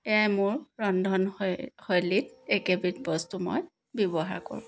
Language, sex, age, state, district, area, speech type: Assamese, female, 45-60, Assam, Dibrugarh, rural, spontaneous